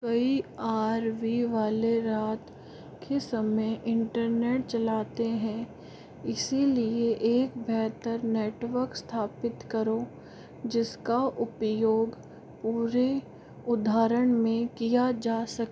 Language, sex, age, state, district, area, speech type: Hindi, female, 45-60, Rajasthan, Jaipur, urban, read